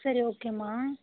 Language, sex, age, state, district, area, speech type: Tamil, female, 18-30, Tamil Nadu, Vellore, urban, conversation